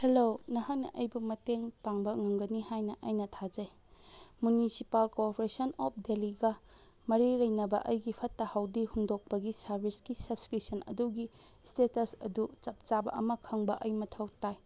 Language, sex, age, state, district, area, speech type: Manipuri, female, 30-45, Manipur, Chandel, rural, read